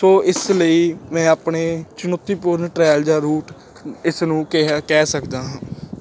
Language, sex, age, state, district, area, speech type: Punjabi, male, 18-30, Punjab, Ludhiana, urban, spontaneous